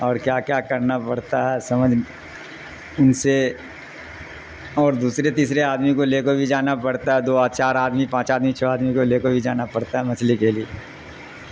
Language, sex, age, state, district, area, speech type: Urdu, male, 60+, Bihar, Darbhanga, rural, spontaneous